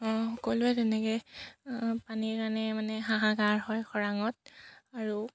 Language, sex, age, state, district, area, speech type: Assamese, female, 18-30, Assam, Sivasagar, rural, spontaneous